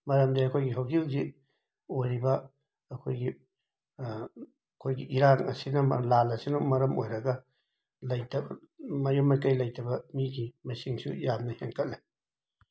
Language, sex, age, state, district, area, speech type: Manipuri, male, 45-60, Manipur, Imphal West, urban, spontaneous